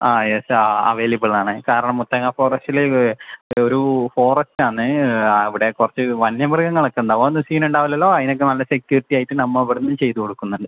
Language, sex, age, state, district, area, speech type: Malayalam, male, 18-30, Kerala, Kozhikode, urban, conversation